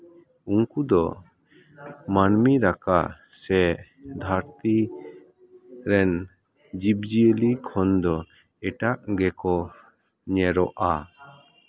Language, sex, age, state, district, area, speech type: Santali, male, 30-45, West Bengal, Paschim Bardhaman, urban, spontaneous